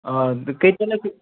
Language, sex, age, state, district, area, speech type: Assamese, male, 18-30, Assam, Morigaon, rural, conversation